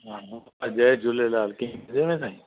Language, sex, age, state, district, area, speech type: Sindhi, male, 60+, Gujarat, Junagadh, rural, conversation